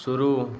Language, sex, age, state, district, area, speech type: Hindi, male, 18-30, Uttar Pradesh, Ghazipur, urban, read